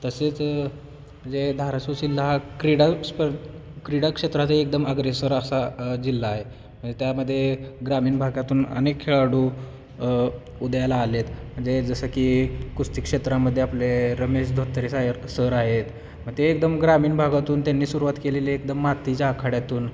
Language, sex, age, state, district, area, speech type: Marathi, male, 18-30, Maharashtra, Osmanabad, rural, spontaneous